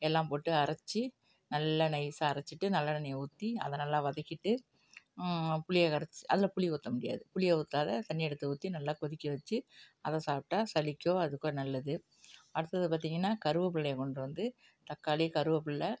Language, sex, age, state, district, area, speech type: Tamil, female, 45-60, Tamil Nadu, Nagapattinam, rural, spontaneous